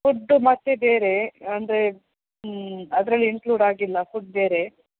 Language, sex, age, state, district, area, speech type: Kannada, female, 30-45, Karnataka, Shimoga, rural, conversation